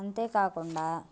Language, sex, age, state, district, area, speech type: Telugu, female, 18-30, Andhra Pradesh, Bapatla, urban, spontaneous